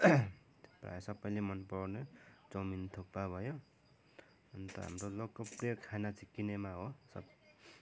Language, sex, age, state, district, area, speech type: Nepali, male, 30-45, West Bengal, Kalimpong, rural, spontaneous